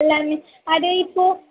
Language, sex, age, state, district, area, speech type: Malayalam, female, 18-30, Kerala, Kasaragod, rural, conversation